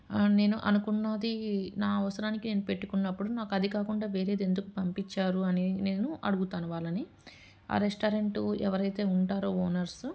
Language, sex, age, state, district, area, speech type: Telugu, female, 30-45, Telangana, Medchal, urban, spontaneous